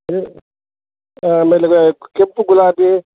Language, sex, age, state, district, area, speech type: Kannada, male, 60+, Karnataka, Kolar, urban, conversation